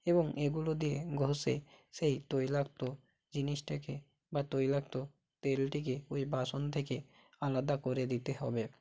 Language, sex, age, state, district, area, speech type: Bengali, male, 45-60, West Bengal, Bankura, urban, spontaneous